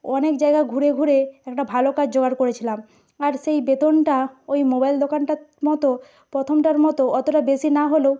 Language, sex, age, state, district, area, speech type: Bengali, female, 45-60, West Bengal, Nadia, rural, spontaneous